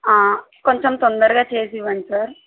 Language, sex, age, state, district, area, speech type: Telugu, female, 18-30, Telangana, Yadadri Bhuvanagiri, urban, conversation